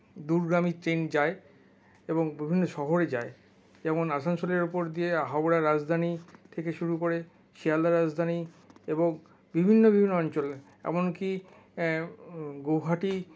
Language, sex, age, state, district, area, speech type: Bengali, male, 60+, West Bengal, Paschim Bardhaman, urban, spontaneous